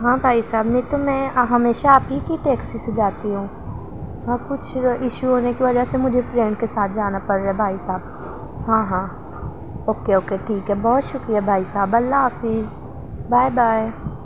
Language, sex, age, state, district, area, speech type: Urdu, female, 18-30, Maharashtra, Nashik, urban, spontaneous